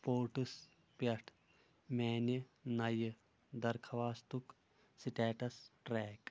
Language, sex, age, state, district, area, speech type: Kashmiri, male, 18-30, Jammu and Kashmir, Shopian, rural, read